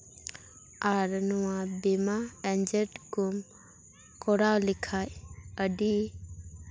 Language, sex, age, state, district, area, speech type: Santali, female, 18-30, West Bengal, Purba Bardhaman, rural, spontaneous